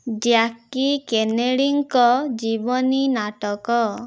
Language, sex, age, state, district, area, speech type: Odia, female, 18-30, Odisha, Kandhamal, rural, read